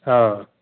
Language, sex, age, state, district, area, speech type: Odia, male, 60+, Odisha, Gajapati, rural, conversation